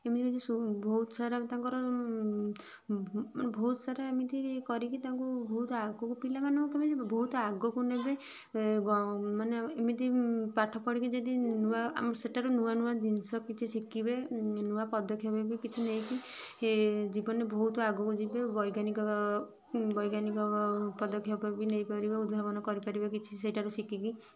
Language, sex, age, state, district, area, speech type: Odia, female, 45-60, Odisha, Kendujhar, urban, spontaneous